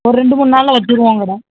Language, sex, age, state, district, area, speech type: Tamil, male, 18-30, Tamil Nadu, Virudhunagar, rural, conversation